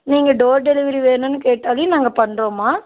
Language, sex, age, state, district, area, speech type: Tamil, female, 18-30, Tamil Nadu, Dharmapuri, rural, conversation